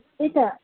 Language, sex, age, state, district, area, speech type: Nepali, female, 30-45, West Bengal, Kalimpong, rural, conversation